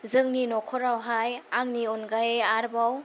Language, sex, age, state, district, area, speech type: Bodo, female, 18-30, Assam, Kokrajhar, rural, spontaneous